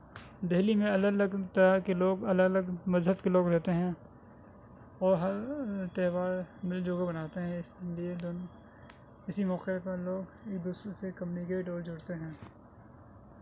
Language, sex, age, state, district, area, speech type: Urdu, male, 30-45, Delhi, South Delhi, urban, spontaneous